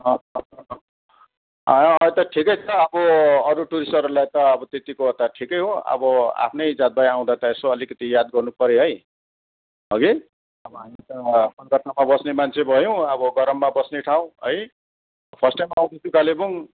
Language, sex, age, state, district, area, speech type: Nepali, male, 60+, West Bengal, Kalimpong, rural, conversation